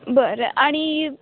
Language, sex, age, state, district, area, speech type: Marathi, female, 18-30, Maharashtra, Nashik, urban, conversation